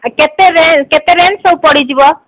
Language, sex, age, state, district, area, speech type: Odia, female, 30-45, Odisha, Sundergarh, urban, conversation